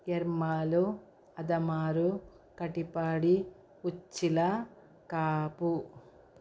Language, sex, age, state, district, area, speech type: Kannada, female, 60+, Karnataka, Udupi, rural, spontaneous